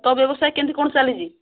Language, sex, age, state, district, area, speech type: Odia, female, 45-60, Odisha, Kandhamal, rural, conversation